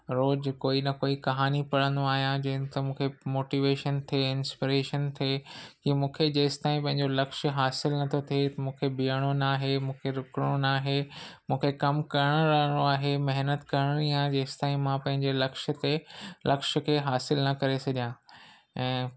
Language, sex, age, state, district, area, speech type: Sindhi, male, 30-45, Maharashtra, Mumbai Suburban, urban, spontaneous